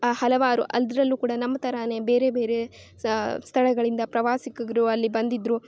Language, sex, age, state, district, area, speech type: Kannada, female, 18-30, Karnataka, Uttara Kannada, rural, spontaneous